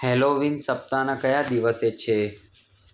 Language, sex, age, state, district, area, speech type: Gujarati, male, 30-45, Gujarat, Ahmedabad, urban, read